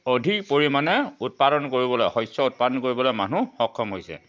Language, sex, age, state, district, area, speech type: Assamese, male, 60+, Assam, Dhemaji, rural, spontaneous